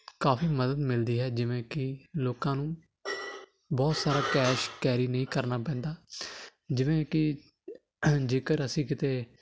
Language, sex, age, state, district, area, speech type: Punjabi, male, 18-30, Punjab, Hoshiarpur, urban, spontaneous